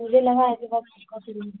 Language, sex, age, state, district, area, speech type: Hindi, female, 30-45, Uttar Pradesh, Azamgarh, urban, conversation